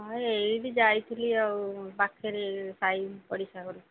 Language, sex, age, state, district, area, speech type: Odia, female, 30-45, Odisha, Jagatsinghpur, rural, conversation